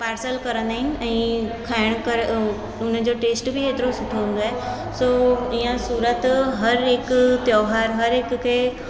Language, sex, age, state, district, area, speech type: Sindhi, female, 30-45, Gujarat, Surat, urban, spontaneous